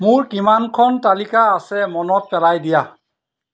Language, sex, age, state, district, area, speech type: Assamese, male, 45-60, Assam, Golaghat, rural, read